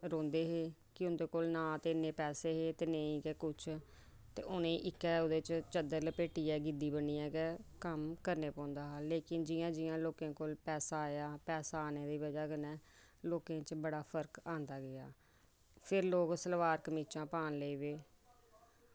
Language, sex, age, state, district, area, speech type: Dogri, female, 30-45, Jammu and Kashmir, Samba, rural, spontaneous